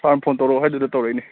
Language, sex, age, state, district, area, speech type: Manipuri, male, 30-45, Manipur, Kangpokpi, urban, conversation